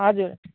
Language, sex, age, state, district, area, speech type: Nepali, female, 45-60, West Bengal, Jalpaiguri, urban, conversation